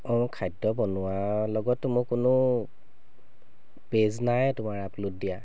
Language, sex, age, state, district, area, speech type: Assamese, male, 30-45, Assam, Sivasagar, urban, spontaneous